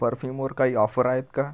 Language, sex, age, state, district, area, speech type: Marathi, male, 30-45, Maharashtra, Washim, rural, read